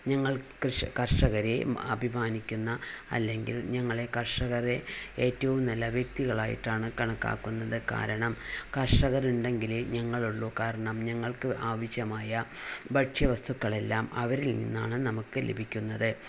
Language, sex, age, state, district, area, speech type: Malayalam, female, 60+, Kerala, Palakkad, rural, spontaneous